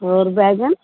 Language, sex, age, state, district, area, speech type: Hindi, female, 18-30, Uttar Pradesh, Mirzapur, rural, conversation